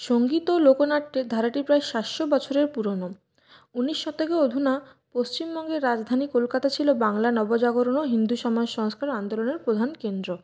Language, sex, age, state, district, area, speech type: Bengali, female, 30-45, West Bengal, Purulia, urban, spontaneous